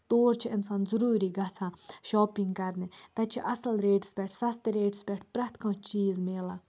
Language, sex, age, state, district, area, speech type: Kashmiri, female, 18-30, Jammu and Kashmir, Baramulla, urban, spontaneous